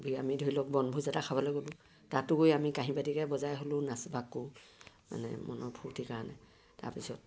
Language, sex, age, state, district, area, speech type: Assamese, female, 60+, Assam, Kamrup Metropolitan, rural, spontaneous